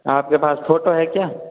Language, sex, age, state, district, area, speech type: Hindi, male, 18-30, Rajasthan, Jodhpur, urban, conversation